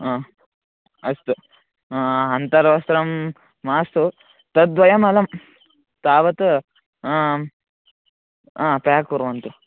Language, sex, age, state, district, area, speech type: Sanskrit, male, 18-30, Karnataka, Mandya, rural, conversation